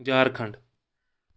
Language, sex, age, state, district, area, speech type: Kashmiri, male, 45-60, Jammu and Kashmir, Kulgam, urban, spontaneous